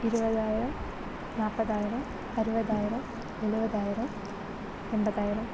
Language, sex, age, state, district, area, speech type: Tamil, female, 18-30, Tamil Nadu, Sivaganga, rural, spontaneous